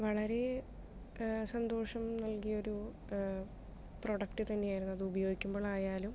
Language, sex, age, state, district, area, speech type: Malayalam, female, 30-45, Kerala, Palakkad, rural, spontaneous